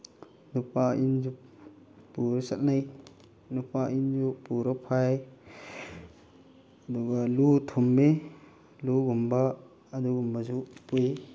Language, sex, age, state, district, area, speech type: Manipuri, male, 45-60, Manipur, Bishnupur, rural, spontaneous